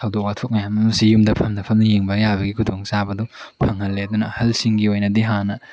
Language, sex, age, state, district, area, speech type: Manipuri, male, 18-30, Manipur, Tengnoupal, rural, spontaneous